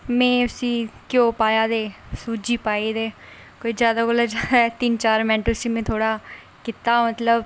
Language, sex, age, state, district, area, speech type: Dogri, female, 18-30, Jammu and Kashmir, Reasi, rural, spontaneous